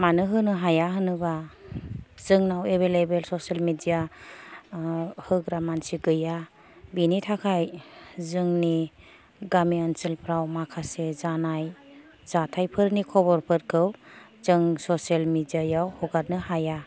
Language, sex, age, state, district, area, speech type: Bodo, female, 45-60, Assam, Kokrajhar, rural, spontaneous